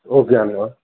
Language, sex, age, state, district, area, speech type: Telugu, male, 18-30, Telangana, Hanamkonda, urban, conversation